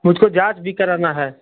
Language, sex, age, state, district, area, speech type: Hindi, male, 45-60, Uttar Pradesh, Chandauli, rural, conversation